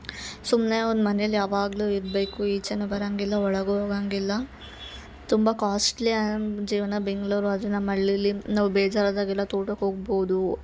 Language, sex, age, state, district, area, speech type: Kannada, female, 30-45, Karnataka, Hassan, urban, spontaneous